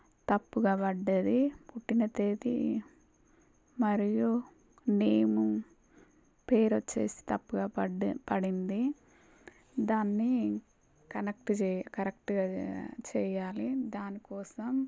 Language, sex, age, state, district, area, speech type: Telugu, female, 30-45, Telangana, Warangal, rural, spontaneous